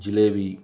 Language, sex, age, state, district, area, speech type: Telugu, male, 30-45, Telangana, Nizamabad, urban, spontaneous